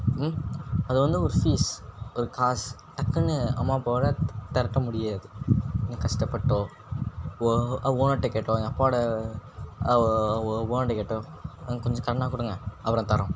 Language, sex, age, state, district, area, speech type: Tamil, male, 18-30, Tamil Nadu, Tiruchirappalli, rural, spontaneous